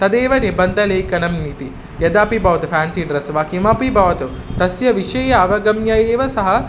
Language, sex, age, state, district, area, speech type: Sanskrit, male, 18-30, Telangana, Hyderabad, urban, spontaneous